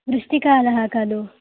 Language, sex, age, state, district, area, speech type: Sanskrit, female, 18-30, Karnataka, Dakshina Kannada, urban, conversation